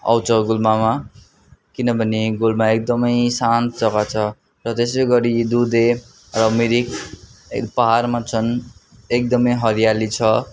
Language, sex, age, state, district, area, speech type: Nepali, male, 45-60, West Bengal, Darjeeling, rural, spontaneous